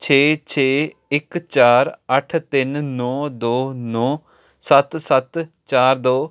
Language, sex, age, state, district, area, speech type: Punjabi, male, 18-30, Punjab, Jalandhar, urban, read